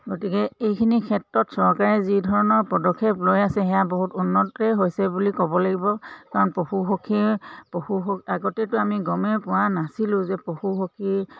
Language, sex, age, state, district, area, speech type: Assamese, female, 45-60, Assam, Dhemaji, urban, spontaneous